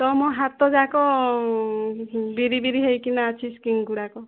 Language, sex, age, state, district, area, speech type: Odia, female, 18-30, Odisha, Kandhamal, rural, conversation